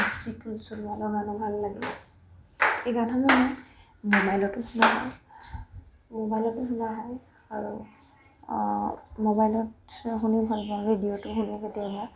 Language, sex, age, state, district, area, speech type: Assamese, female, 18-30, Assam, Jorhat, urban, spontaneous